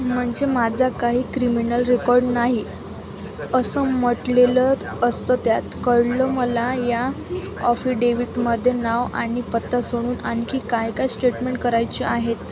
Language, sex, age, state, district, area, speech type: Marathi, female, 30-45, Maharashtra, Wardha, rural, read